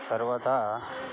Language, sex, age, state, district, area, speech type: Sanskrit, male, 30-45, Karnataka, Bangalore Urban, urban, spontaneous